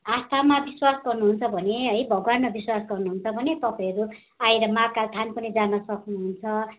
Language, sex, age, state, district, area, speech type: Nepali, female, 45-60, West Bengal, Darjeeling, rural, conversation